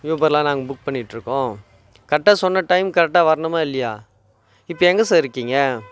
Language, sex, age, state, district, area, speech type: Tamil, male, 30-45, Tamil Nadu, Tiruvannamalai, rural, spontaneous